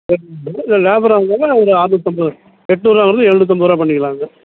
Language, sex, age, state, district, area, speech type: Tamil, male, 60+, Tamil Nadu, Salem, urban, conversation